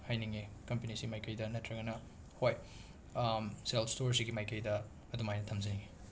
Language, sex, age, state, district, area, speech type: Manipuri, male, 30-45, Manipur, Imphal West, urban, spontaneous